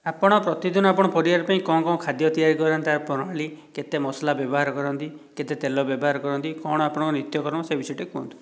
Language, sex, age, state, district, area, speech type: Odia, female, 45-60, Odisha, Dhenkanal, rural, spontaneous